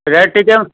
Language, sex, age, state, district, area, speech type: Odia, male, 60+, Odisha, Kendujhar, urban, conversation